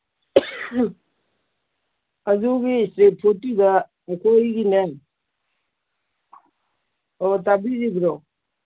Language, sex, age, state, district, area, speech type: Manipuri, female, 45-60, Manipur, Imphal East, rural, conversation